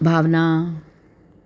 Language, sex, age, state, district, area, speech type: Sindhi, female, 45-60, Rajasthan, Ajmer, rural, spontaneous